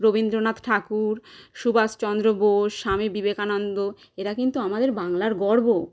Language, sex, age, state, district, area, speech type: Bengali, female, 30-45, West Bengal, Howrah, urban, spontaneous